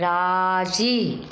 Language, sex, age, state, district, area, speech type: Sindhi, female, 60+, Maharashtra, Mumbai Suburban, urban, read